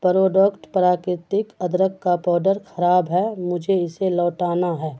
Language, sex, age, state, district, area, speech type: Urdu, female, 45-60, Bihar, Khagaria, rural, read